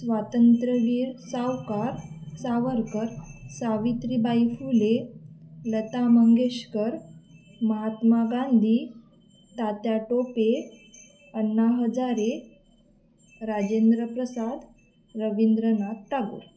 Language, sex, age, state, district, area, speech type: Marathi, female, 18-30, Maharashtra, Thane, urban, spontaneous